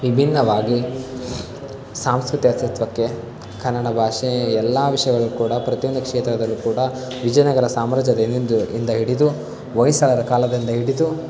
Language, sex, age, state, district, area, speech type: Kannada, male, 18-30, Karnataka, Davanagere, rural, spontaneous